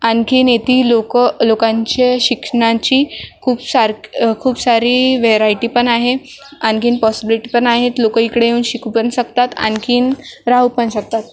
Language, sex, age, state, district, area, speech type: Marathi, female, 18-30, Maharashtra, Nagpur, urban, spontaneous